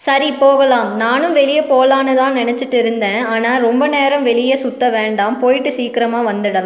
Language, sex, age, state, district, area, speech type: Tamil, female, 18-30, Tamil Nadu, Nilgiris, urban, read